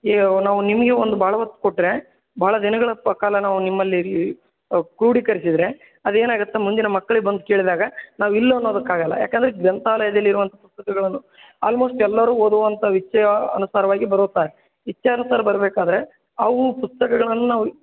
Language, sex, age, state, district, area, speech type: Kannada, male, 30-45, Karnataka, Bellary, rural, conversation